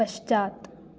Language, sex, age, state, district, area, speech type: Sanskrit, female, 18-30, Maharashtra, Washim, urban, read